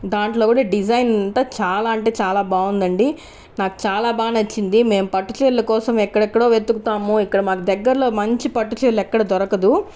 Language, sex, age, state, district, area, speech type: Telugu, other, 30-45, Andhra Pradesh, Chittoor, rural, spontaneous